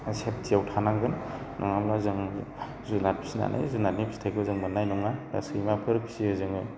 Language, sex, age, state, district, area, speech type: Bodo, male, 30-45, Assam, Udalguri, rural, spontaneous